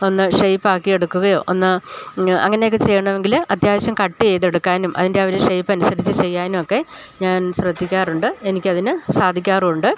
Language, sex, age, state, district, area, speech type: Malayalam, female, 60+, Kerala, Idukki, rural, spontaneous